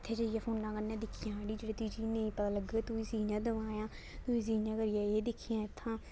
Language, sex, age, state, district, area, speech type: Dogri, female, 18-30, Jammu and Kashmir, Kathua, rural, spontaneous